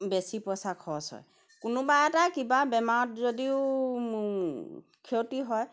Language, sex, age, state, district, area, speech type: Assamese, female, 45-60, Assam, Golaghat, rural, spontaneous